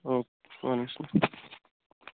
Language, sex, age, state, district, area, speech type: Kashmiri, male, 45-60, Jammu and Kashmir, Budgam, rural, conversation